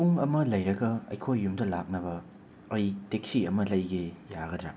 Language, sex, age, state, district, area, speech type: Manipuri, male, 30-45, Manipur, Imphal West, urban, read